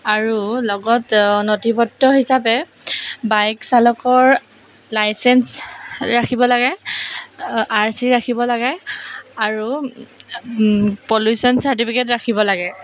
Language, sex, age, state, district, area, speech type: Assamese, female, 18-30, Assam, Jorhat, urban, spontaneous